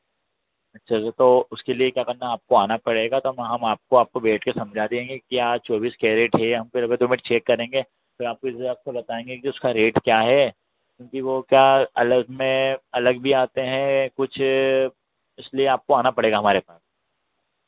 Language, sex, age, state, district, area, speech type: Hindi, male, 30-45, Madhya Pradesh, Harda, urban, conversation